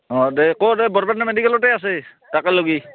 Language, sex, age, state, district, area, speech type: Assamese, male, 30-45, Assam, Barpeta, rural, conversation